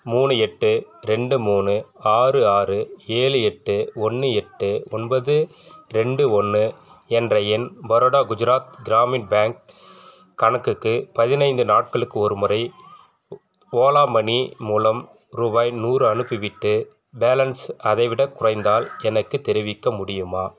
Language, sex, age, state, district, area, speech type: Tamil, male, 45-60, Tamil Nadu, Viluppuram, rural, read